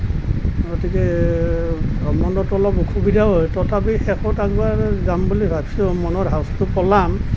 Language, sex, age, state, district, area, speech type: Assamese, male, 60+, Assam, Nalbari, rural, spontaneous